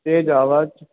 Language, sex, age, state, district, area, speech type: Sindhi, male, 18-30, Rajasthan, Ajmer, rural, conversation